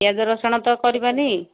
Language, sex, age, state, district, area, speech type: Odia, female, 45-60, Odisha, Gajapati, rural, conversation